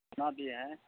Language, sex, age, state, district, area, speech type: Urdu, male, 60+, Bihar, Khagaria, rural, conversation